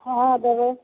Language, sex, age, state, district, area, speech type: Maithili, female, 30-45, Bihar, Madhepura, rural, conversation